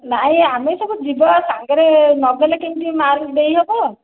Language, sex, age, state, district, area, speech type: Odia, female, 30-45, Odisha, Khordha, rural, conversation